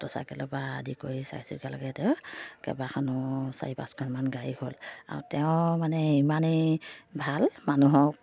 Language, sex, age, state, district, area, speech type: Assamese, female, 30-45, Assam, Sivasagar, rural, spontaneous